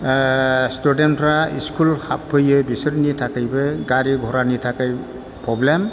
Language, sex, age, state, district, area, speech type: Bodo, male, 60+, Assam, Chirang, rural, spontaneous